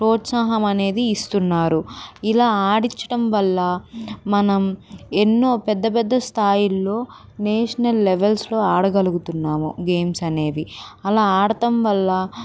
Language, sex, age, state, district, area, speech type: Telugu, female, 18-30, Andhra Pradesh, Vizianagaram, urban, spontaneous